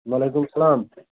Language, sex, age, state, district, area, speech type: Kashmiri, male, 30-45, Jammu and Kashmir, Budgam, rural, conversation